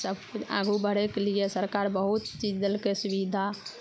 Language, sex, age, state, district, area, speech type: Maithili, female, 30-45, Bihar, Araria, rural, spontaneous